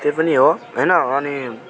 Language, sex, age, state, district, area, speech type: Nepali, male, 18-30, West Bengal, Alipurduar, rural, spontaneous